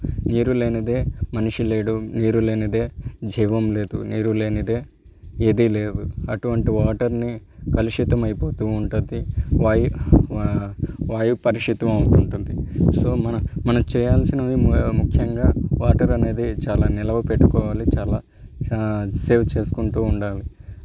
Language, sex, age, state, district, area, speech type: Telugu, male, 30-45, Andhra Pradesh, Nellore, urban, spontaneous